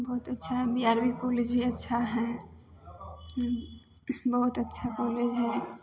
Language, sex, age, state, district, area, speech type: Maithili, female, 18-30, Bihar, Samastipur, urban, spontaneous